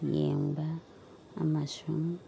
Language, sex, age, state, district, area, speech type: Manipuri, female, 45-60, Manipur, Churachandpur, rural, read